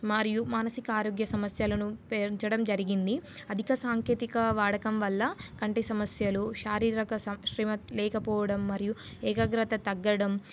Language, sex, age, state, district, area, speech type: Telugu, female, 18-30, Telangana, Nizamabad, urban, spontaneous